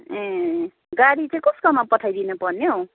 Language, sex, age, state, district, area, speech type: Nepali, female, 30-45, West Bengal, Kalimpong, rural, conversation